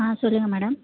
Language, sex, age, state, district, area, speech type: Tamil, female, 18-30, Tamil Nadu, Mayiladuthurai, urban, conversation